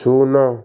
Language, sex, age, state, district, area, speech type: Odia, male, 18-30, Odisha, Ganjam, urban, read